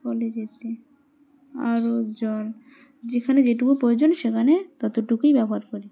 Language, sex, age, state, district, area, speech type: Bengali, female, 18-30, West Bengal, Dakshin Dinajpur, urban, spontaneous